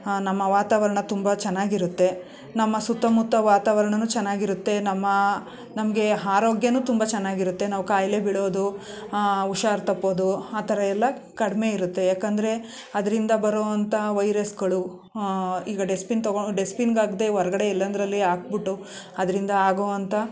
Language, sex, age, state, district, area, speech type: Kannada, female, 30-45, Karnataka, Mandya, urban, spontaneous